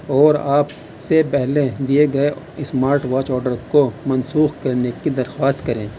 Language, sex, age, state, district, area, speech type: Urdu, male, 45-60, Uttar Pradesh, Muzaffarnagar, urban, spontaneous